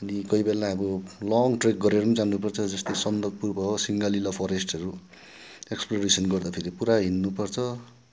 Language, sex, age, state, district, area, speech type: Nepali, male, 45-60, West Bengal, Darjeeling, rural, spontaneous